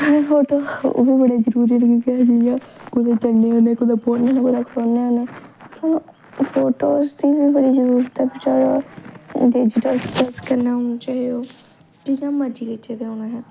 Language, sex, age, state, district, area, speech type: Dogri, female, 18-30, Jammu and Kashmir, Jammu, rural, spontaneous